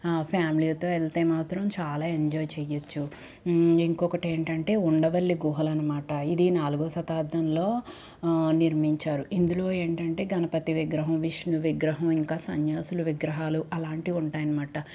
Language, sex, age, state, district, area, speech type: Telugu, female, 45-60, Andhra Pradesh, Guntur, urban, spontaneous